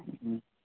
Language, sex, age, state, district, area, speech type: Telugu, male, 18-30, Telangana, Wanaparthy, urban, conversation